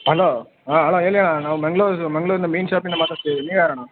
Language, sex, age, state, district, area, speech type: Kannada, male, 18-30, Karnataka, Chamarajanagar, rural, conversation